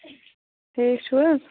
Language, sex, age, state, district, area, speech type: Kashmiri, female, 30-45, Jammu and Kashmir, Budgam, rural, conversation